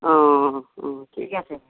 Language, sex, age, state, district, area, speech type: Assamese, female, 60+, Assam, Lakhimpur, urban, conversation